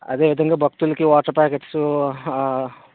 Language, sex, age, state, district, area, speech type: Telugu, male, 60+, Andhra Pradesh, Vizianagaram, rural, conversation